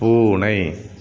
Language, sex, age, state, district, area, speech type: Tamil, male, 45-60, Tamil Nadu, Nagapattinam, rural, read